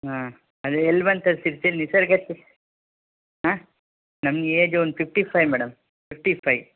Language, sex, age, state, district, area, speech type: Kannada, male, 60+, Karnataka, Shimoga, rural, conversation